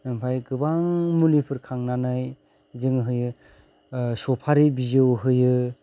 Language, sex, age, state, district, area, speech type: Bodo, male, 30-45, Assam, Kokrajhar, rural, spontaneous